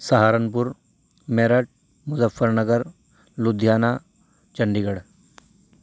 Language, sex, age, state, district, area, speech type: Urdu, male, 30-45, Uttar Pradesh, Saharanpur, urban, spontaneous